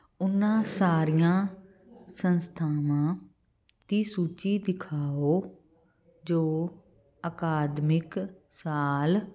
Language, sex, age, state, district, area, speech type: Punjabi, female, 45-60, Punjab, Fazilka, rural, read